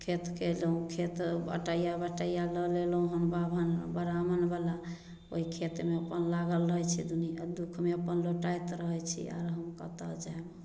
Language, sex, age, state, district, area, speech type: Maithili, female, 45-60, Bihar, Samastipur, rural, spontaneous